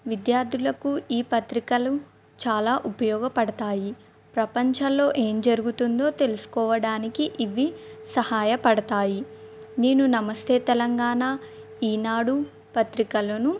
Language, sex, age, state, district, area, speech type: Telugu, female, 18-30, Telangana, Adilabad, rural, spontaneous